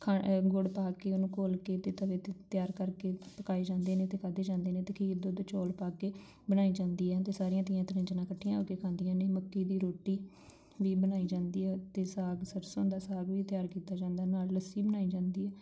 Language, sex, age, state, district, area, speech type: Punjabi, female, 30-45, Punjab, Tarn Taran, rural, spontaneous